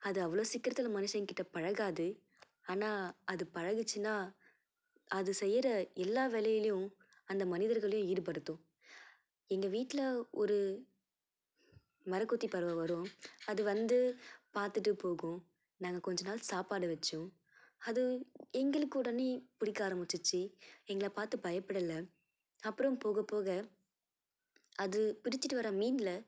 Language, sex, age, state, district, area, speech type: Tamil, female, 18-30, Tamil Nadu, Tiruvallur, rural, spontaneous